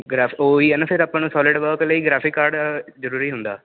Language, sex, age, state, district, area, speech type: Punjabi, male, 18-30, Punjab, Ludhiana, urban, conversation